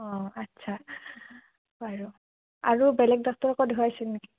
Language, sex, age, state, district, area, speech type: Assamese, female, 18-30, Assam, Nalbari, rural, conversation